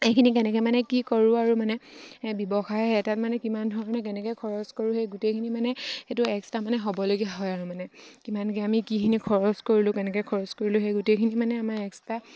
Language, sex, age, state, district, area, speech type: Assamese, female, 18-30, Assam, Sivasagar, rural, spontaneous